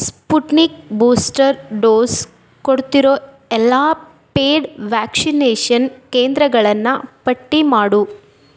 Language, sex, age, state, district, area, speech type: Kannada, female, 18-30, Karnataka, Bidar, rural, read